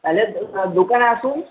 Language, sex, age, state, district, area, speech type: Bengali, male, 18-30, West Bengal, Uttar Dinajpur, urban, conversation